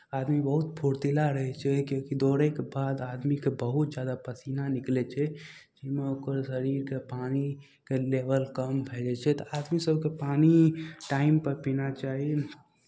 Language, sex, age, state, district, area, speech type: Maithili, male, 18-30, Bihar, Madhepura, rural, spontaneous